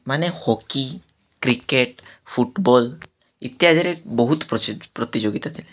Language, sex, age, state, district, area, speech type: Odia, male, 18-30, Odisha, Nabarangpur, urban, spontaneous